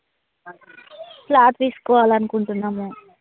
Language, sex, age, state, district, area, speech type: Telugu, female, 30-45, Telangana, Hanamkonda, rural, conversation